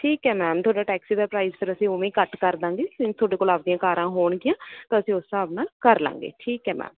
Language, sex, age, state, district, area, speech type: Punjabi, female, 30-45, Punjab, Bathinda, urban, conversation